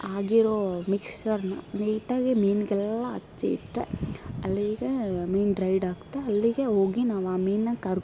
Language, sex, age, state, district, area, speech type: Kannada, female, 18-30, Karnataka, Koppal, urban, spontaneous